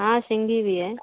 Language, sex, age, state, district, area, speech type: Urdu, female, 18-30, Bihar, Khagaria, rural, conversation